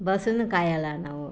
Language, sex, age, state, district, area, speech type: Kannada, female, 60+, Karnataka, Mysore, rural, spontaneous